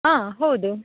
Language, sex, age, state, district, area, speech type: Kannada, female, 18-30, Karnataka, Dakshina Kannada, rural, conversation